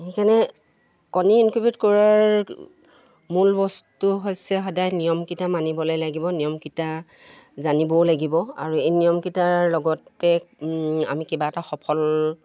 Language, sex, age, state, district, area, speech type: Assamese, female, 45-60, Assam, Dibrugarh, rural, spontaneous